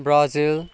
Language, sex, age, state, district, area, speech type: Nepali, male, 18-30, West Bengal, Kalimpong, urban, spontaneous